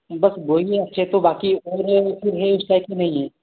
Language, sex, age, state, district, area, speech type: Hindi, male, 18-30, Madhya Pradesh, Betul, rural, conversation